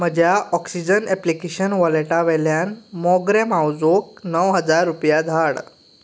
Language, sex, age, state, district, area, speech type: Goan Konkani, male, 18-30, Goa, Canacona, rural, read